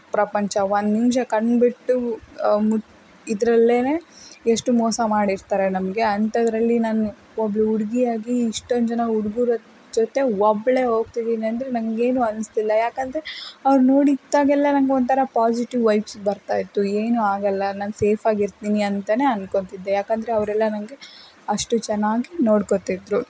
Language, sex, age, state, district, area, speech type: Kannada, female, 18-30, Karnataka, Davanagere, rural, spontaneous